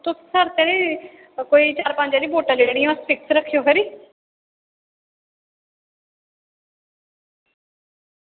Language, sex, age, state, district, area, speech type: Dogri, female, 18-30, Jammu and Kashmir, Samba, rural, conversation